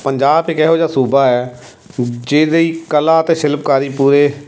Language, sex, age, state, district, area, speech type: Punjabi, male, 30-45, Punjab, Amritsar, urban, spontaneous